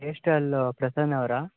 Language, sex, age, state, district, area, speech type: Kannada, male, 18-30, Karnataka, Shimoga, rural, conversation